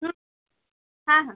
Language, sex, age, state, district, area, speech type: Bengali, female, 18-30, West Bengal, Kolkata, urban, conversation